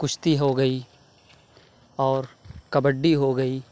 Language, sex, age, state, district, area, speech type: Urdu, male, 30-45, Uttar Pradesh, Lucknow, rural, spontaneous